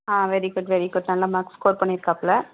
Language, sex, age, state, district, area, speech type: Tamil, female, 30-45, Tamil Nadu, Mayiladuthurai, rural, conversation